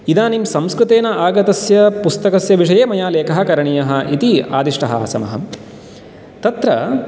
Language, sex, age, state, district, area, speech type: Sanskrit, male, 30-45, Karnataka, Uttara Kannada, rural, spontaneous